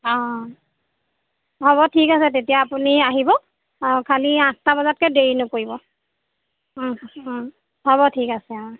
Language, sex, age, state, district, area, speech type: Assamese, female, 30-45, Assam, Golaghat, urban, conversation